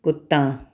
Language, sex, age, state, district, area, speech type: Punjabi, female, 45-60, Punjab, Tarn Taran, urban, read